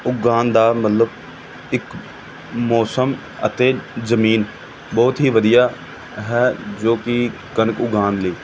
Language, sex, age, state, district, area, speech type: Punjabi, male, 30-45, Punjab, Pathankot, urban, spontaneous